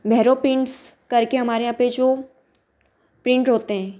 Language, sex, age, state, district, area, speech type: Hindi, female, 18-30, Madhya Pradesh, Ujjain, urban, spontaneous